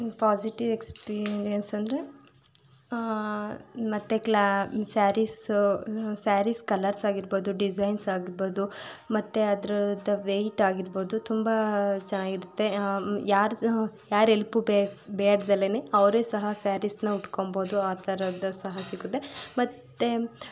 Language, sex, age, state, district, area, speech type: Kannada, female, 30-45, Karnataka, Tumkur, rural, spontaneous